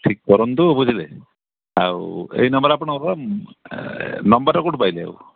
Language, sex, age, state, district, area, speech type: Odia, male, 60+, Odisha, Gajapati, rural, conversation